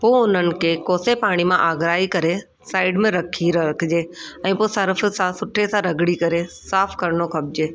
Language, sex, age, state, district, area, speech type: Sindhi, female, 30-45, Delhi, South Delhi, urban, spontaneous